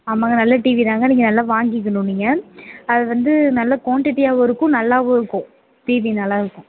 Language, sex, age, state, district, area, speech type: Tamil, female, 18-30, Tamil Nadu, Mayiladuthurai, rural, conversation